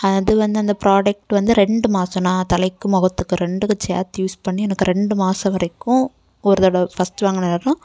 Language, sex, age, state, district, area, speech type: Tamil, female, 18-30, Tamil Nadu, Kanyakumari, rural, spontaneous